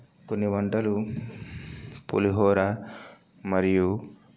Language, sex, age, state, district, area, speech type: Telugu, male, 18-30, Telangana, Yadadri Bhuvanagiri, urban, spontaneous